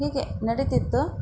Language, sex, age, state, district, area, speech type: Kannada, female, 30-45, Karnataka, Davanagere, rural, spontaneous